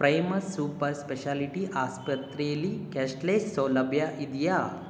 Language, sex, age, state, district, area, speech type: Kannada, male, 18-30, Karnataka, Kolar, rural, read